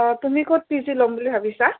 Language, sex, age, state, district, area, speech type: Assamese, female, 30-45, Assam, Dhemaji, urban, conversation